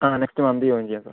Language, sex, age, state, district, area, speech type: Malayalam, male, 30-45, Kerala, Palakkad, urban, conversation